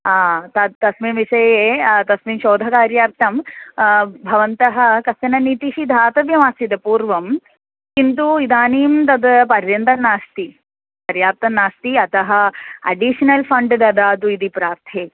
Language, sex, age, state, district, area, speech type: Sanskrit, female, 18-30, Kerala, Thrissur, urban, conversation